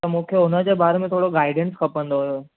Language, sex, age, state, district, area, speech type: Sindhi, male, 18-30, Gujarat, Surat, urban, conversation